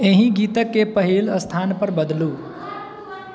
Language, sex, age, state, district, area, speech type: Maithili, male, 18-30, Bihar, Sitamarhi, rural, read